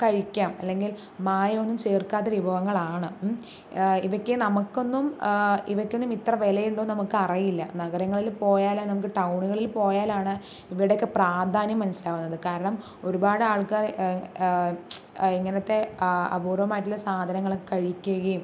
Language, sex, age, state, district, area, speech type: Malayalam, female, 18-30, Kerala, Palakkad, rural, spontaneous